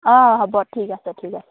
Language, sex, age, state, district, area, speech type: Assamese, female, 18-30, Assam, Dhemaji, rural, conversation